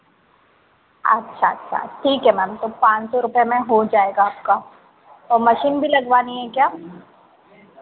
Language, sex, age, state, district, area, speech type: Hindi, female, 18-30, Madhya Pradesh, Harda, urban, conversation